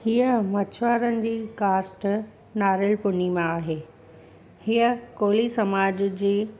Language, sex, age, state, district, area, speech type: Sindhi, female, 30-45, Gujarat, Surat, urban, spontaneous